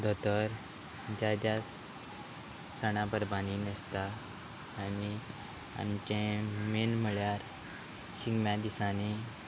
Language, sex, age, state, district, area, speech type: Goan Konkani, male, 30-45, Goa, Quepem, rural, spontaneous